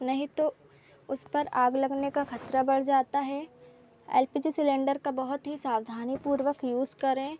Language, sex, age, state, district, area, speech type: Hindi, female, 18-30, Madhya Pradesh, Seoni, urban, spontaneous